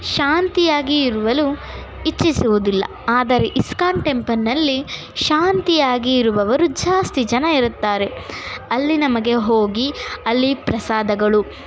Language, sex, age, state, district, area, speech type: Kannada, other, 18-30, Karnataka, Bangalore Urban, urban, spontaneous